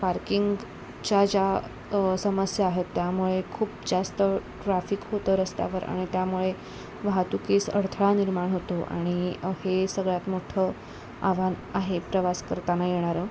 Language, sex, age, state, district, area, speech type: Marathi, female, 18-30, Maharashtra, Ratnagiri, urban, spontaneous